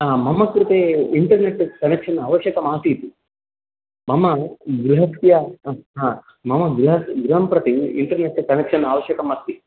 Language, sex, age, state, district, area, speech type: Sanskrit, male, 45-60, Karnataka, Dakshina Kannada, rural, conversation